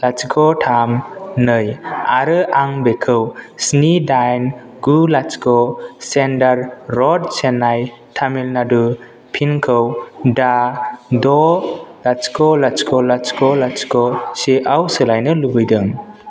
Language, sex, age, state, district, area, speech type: Bodo, male, 18-30, Assam, Kokrajhar, rural, read